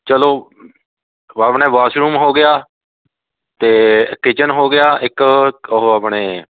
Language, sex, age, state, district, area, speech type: Punjabi, male, 30-45, Punjab, Fatehgarh Sahib, rural, conversation